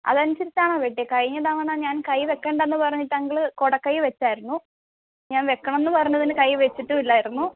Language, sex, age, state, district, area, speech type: Malayalam, female, 18-30, Kerala, Pathanamthitta, urban, conversation